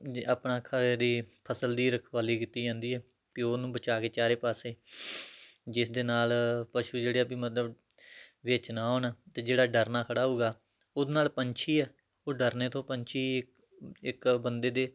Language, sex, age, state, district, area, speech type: Punjabi, male, 30-45, Punjab, Tarn Taran, rural, spontaneous